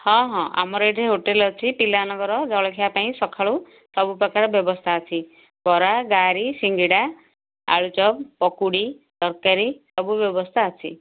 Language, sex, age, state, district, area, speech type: Odia, female, 45-60, Odisha, Gajapati, rural, conversation